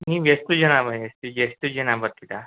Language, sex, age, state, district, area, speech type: Kannada, male, 45-60, Karnataka, Mysore, rural, conversation